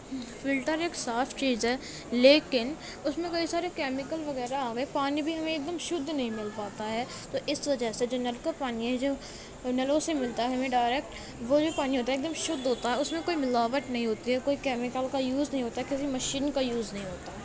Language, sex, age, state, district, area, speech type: Urdu, female, 18-30, Uttar Pradesh, Gautam Buddha Nagar, urban, spontaneous